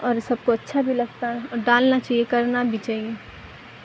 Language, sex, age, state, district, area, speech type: Urdu, female, 18-30, Bihar, Supaul, rural, spontaneous